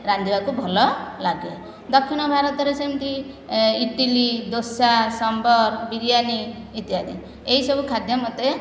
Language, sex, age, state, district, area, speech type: Odia, female, 60+, Odisha, Khordha, rural, spontaneous